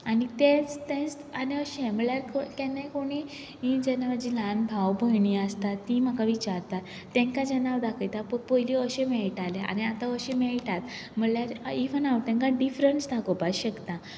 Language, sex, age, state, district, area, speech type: Goan Konkani, female, 18-30, Goa, Quepem, rural, spontaneous